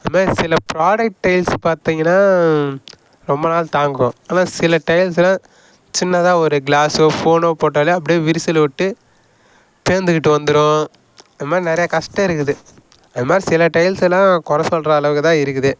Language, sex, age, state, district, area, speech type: Tamil, male, 18-30, Tamil Nadu, Kallakurichi, rural, spontaneous